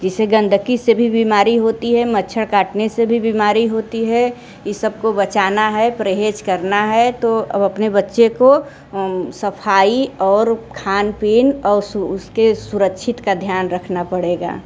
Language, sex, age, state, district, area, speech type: Hindi, female, 45-60, Uttar Pradesh, Mirzapur, rural, spontaneous